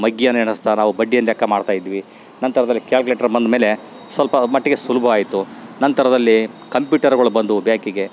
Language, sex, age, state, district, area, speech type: Kannada, male, 60+, Karnataka, Bellary, rural, spontaneous